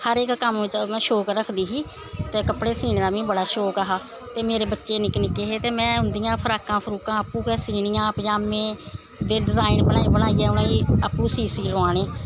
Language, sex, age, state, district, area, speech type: Dogri, female, 60+, Jammu and Kashmir, Samba, rural, spontaneous